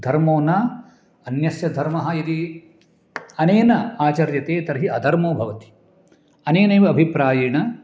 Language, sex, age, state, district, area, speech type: Sanskrit, male, 45-60, Karnataka, Uttara Kannada, urban, spontaneous